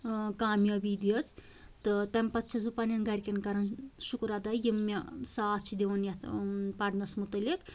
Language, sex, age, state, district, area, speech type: Kashmiri, female, 30-45, Jammu and Kashmir, Anantnag, rural, spontaneous